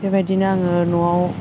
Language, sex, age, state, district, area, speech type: Bodo, female, 18-30, Assam, Baksa, rural, spontaneous